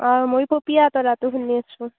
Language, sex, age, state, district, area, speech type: Assamese, female, 18-30, Assam, Barpeta, rural, conversation